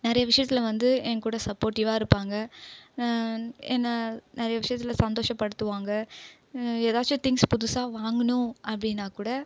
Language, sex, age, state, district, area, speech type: Tamil, female, 30-45, Tamil Nadu, Viluppuram, rural, spontaneous